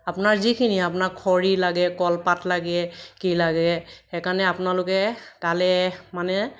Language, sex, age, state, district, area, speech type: Assamese, female, 30-45, Assam, Kamrup Metropolitan, urban, spontaneous